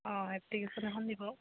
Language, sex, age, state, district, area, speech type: Assamese, female, 30-45, Assam, Jorhat, urban, conversation